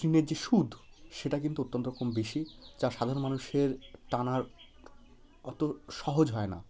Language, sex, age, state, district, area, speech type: Bengali, male, 30-45, West Bengal, Hooghly, urban, spontaneous